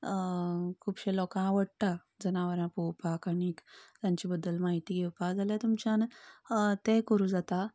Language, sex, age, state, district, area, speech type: Goan Konkani, female, 30-45, Goa, Canacona, rural, spontaneous